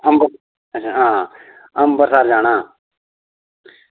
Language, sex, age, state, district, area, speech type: Dogri, male, 30-45, Jammu and Kashmir, Reasi, rural, conversation